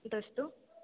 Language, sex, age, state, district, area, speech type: Kannada, female, 18-30, Karnataka, Tumkur, urban, conversation